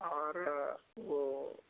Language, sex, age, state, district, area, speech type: Hindi, male, 60+, Uttar Pradesh, Sitapur, rural, conversation